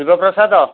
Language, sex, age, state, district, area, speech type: Odia, male, 60+, Odisha, Kendujhar, urban, conversation